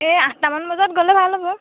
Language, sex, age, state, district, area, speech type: Assamese, female, 18-30, Assam, Lakhimpur, rural, conversation